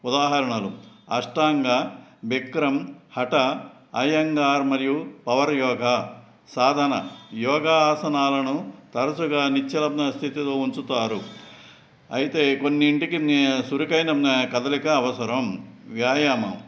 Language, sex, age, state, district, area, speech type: Telugu, male, 60+, Andhra Pradesh, Eluru, urban, spontaneous